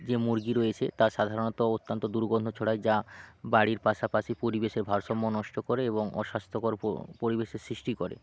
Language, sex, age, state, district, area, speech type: Bengali, male, 18-30, West Bengal, Jalpaiguri, rural, spontaneous